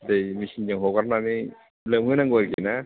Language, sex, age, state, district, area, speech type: Bodo, male, 60+, Assam, Chirang, urban, conversation